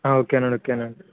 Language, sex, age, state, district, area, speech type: Telugu, male, 18-30, Andhra Pradesh, Kakinada, urban, conversation